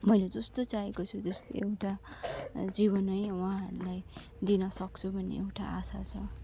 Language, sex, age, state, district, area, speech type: Nepali, female, 18-30, West Bengal, Darjeeling, rural, spontaneous